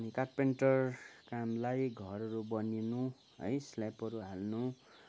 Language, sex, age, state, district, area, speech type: Nepali, male, 60+, West Bengal, Kalimpong, rural, spontaneous